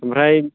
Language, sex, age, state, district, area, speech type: Bodo, male, 18-30, Assam, Chirang, rural, conversation